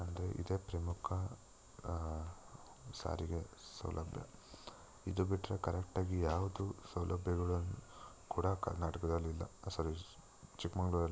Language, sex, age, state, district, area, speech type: Kannada, male, 18-30, Karnataka, Chikkamagaluru, rural, spontaneous